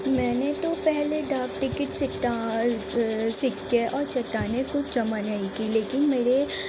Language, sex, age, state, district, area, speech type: Urdu, female, 30-45, Delhi, Central Delhi, urban, spontaneous